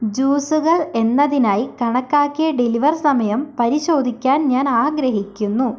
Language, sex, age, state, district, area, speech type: Malayalam, female, 18-30, Kerala, Kozhikode, rural, read